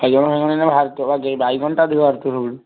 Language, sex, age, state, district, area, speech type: Odia, male, 18-30, Odisha, Kendujhar, urban, conversation